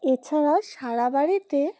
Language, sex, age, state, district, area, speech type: Bengali, female, 30-45, West Bengal, Alipurduar, rural, spontaneous